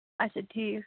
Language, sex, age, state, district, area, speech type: Kashmiri, female, 30-45, Jammu and Kashmir, Anantnag, rural, conversation